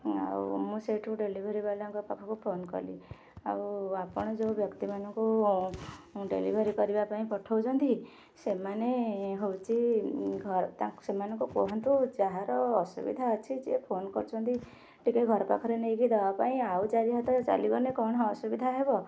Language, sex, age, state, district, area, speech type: Odia, female, 45-60, Odisha, Kendujhar, urban, spontaneous